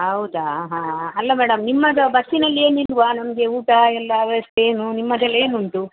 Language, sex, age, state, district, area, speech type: Kannada, female, 45-60, Karnataka, Dakshina Kannada, rural, conversation